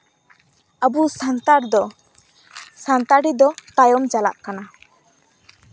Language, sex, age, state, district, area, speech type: Santali, female, 18-30, West Bengal, Purba Bardhaman, rural, spontaneous